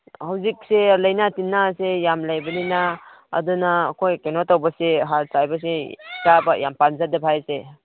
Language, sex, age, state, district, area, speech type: Manipuri, female, 30-45, Manipur, Kangpokpi, urban, conversation